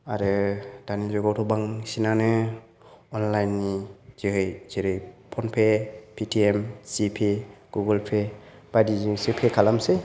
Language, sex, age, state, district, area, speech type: Bodo, male, 18-30, Assam, Chirang, rural, spontaneous